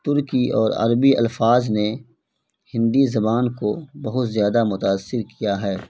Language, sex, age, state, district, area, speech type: Urdu, male, 18-30, Bihar, Purnia, rural, spontaneous